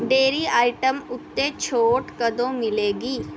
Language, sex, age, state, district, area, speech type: Punjabi, female, 18-30, Punjab, Rupnagar, rural, read